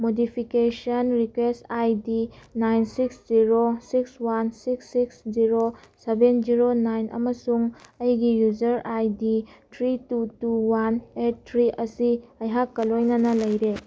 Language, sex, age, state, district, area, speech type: Manipuri, female, 18-30, Manipur, Churachandpur, rural, read